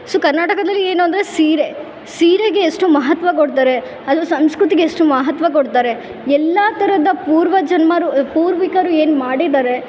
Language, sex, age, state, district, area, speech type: Kannada, female, 18-30, Karnataka, Bellary, urban, spontaneous